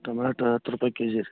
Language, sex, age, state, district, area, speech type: Kannada, male, 45-60, Karnataka, Bagalkot, rural, conversation